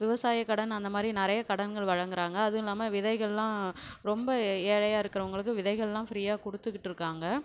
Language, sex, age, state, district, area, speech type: Tamil, female, 30-45, Tamil Nadu, Cuddalore, rural, spontaneous